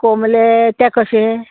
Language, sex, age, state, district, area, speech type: Goan Konkani, female, 45-60, Goa, Murmgao, rural, conversation